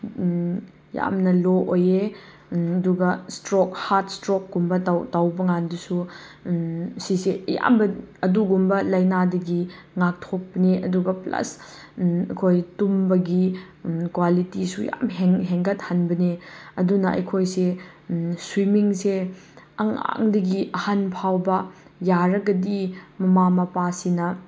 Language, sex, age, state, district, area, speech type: Manipuri, female, 30-45, Manipur, Chandel, rural, spontaneous